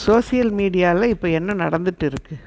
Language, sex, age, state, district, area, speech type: Tamil, female, 60+, Tamil Nadu, Erode, rural, read